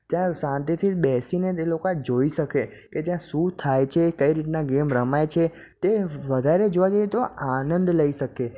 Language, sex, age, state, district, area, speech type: Gujarati, male, 18-30, Gujarat, Ahmedabad, urban, spontaneous